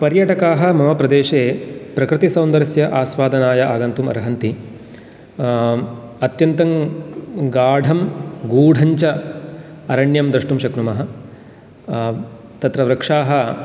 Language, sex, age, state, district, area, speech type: Sanskrit, male, 30-45, Karnataka, Uttara Kannada, rural, spontaneous